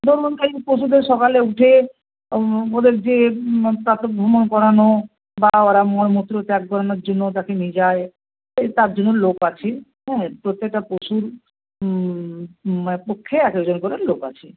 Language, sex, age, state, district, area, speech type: Bengali, female, 45-60, West Bengal, Nadia, rural, conversation